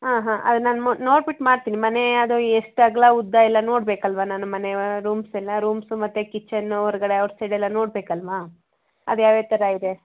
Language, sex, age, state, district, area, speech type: Kannada, female, 45-60, Karnataka, Hassan, urban, conversation